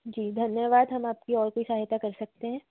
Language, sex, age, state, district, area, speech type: Hindi, female, 30-45, Madhya Pradesh, Jabalpur, urban, conversation